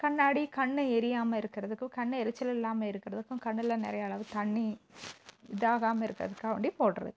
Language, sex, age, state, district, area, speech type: Tamil, female, 30-45, Tamil Nadu, Theni, urban, spontaneous